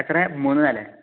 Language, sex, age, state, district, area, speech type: Malayalam, male, 18-30, Kerala, Kozhikode, rural, conversation